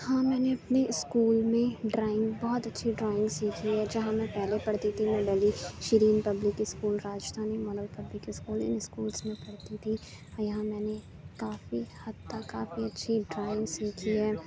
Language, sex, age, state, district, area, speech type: Urdu, female, 30-45, Uttar Pradesh, Aligarh, urban, spontaneous